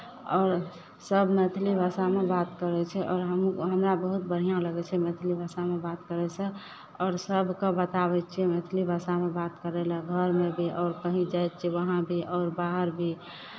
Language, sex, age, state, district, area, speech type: Maithili, female, 18-30, Bihar, Madhepura, rural, spontaneous